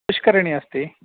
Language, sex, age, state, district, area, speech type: Sanskrit, male, 45-60, Karnataka, Udupi, rural, conversation